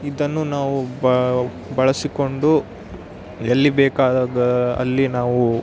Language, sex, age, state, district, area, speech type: Kannada, male, 18-30, Karnataka, Yadgir, rural, spontaneous